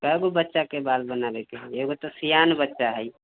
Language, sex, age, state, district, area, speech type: Maithili, male, 45-60, Bihar, Sitamarhi, rural, conversation